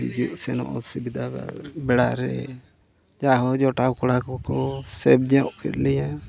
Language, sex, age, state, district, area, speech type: Santali, male, 60+, Odisha, Mayurbhanj, rural, spontaneous